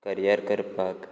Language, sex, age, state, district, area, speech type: Goan Konkani, male, 18-30, Goa, Quepem, rural, spontaneous